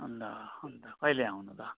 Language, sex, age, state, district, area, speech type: Nepali, male, 60+, West Bengal, Kalimpong, rural, conversation